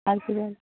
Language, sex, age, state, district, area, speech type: Bengali, female, 30-45, West Bengal, Darjeeling, urban, conversation